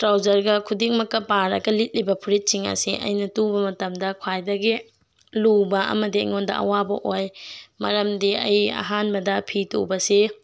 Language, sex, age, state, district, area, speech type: Manipuri, female, 18-30, Manipur, Tengnoupal, rural, spontaneous